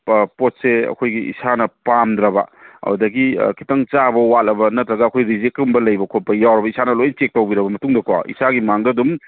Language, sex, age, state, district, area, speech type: Manipuri, male, 30-45, Manipur, Kangpokpi, urban, conversation